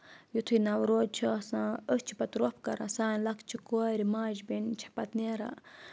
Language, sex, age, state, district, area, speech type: Kashmiri, female, 18-30, Jammu and Kashmir, Budgam, rural, spontaneous